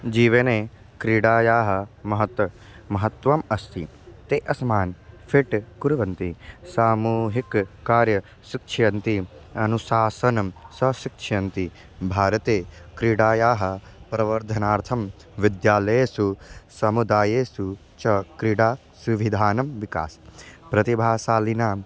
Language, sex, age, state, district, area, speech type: Sanskrit, male, 18-30, Bihar, East Champaran, urban, spontaneous